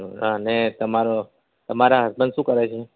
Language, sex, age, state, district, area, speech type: Gujarati, male, 30-45, Gujarat, Kheda, rural, conversation